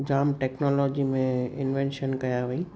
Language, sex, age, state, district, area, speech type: Sindhi, male, 18-30, Gujarat, Kutch, rural, spontaneous